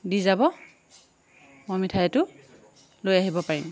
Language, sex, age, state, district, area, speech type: Assamese, female, 30-45, Assam, Lakhimpur, rural, spontaneous